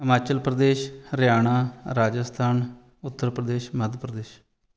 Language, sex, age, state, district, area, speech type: Punjabi, male, 45-60, Punjab, Fatehgarh Sahib, urban, spontaneous